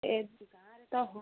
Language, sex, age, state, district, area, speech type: Odia, female, 45-60, Odisha, Gajapati, rural, conversation